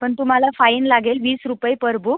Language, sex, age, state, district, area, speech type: Marathi, female, 30-45, Maharashtra, Buldhana, rural, conversation